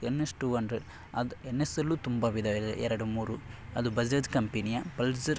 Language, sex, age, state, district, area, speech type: Kannada, male, 18-30, Karnataka, Dakshina Kannada, rural, spontaneous